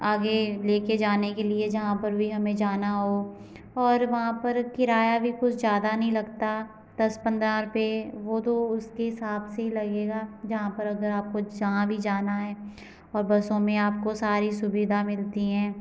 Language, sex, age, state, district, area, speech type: Hindi, female, 18-30, Madhya Pradesh, Gwalior, rural, spontaneous